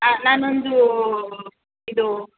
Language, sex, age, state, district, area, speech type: Kannada, female, 18-30, Karnataka, Tumkur, rural, conversation